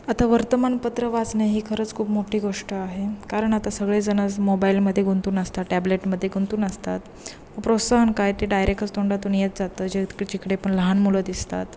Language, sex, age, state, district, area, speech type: Marathi, female, 18-30, Maharashtra, Ratnagiri, rural, spontaneous